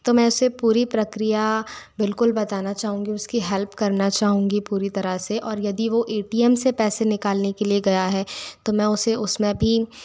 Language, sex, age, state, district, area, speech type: Hindi, female, 30-45, Madhya Pradesh, Bhopal, urban, spontaneous